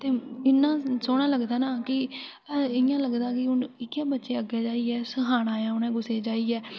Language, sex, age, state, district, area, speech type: Dogri, female, 18-30, Jammu and Kashmir, Udhampur, rural, spontaneous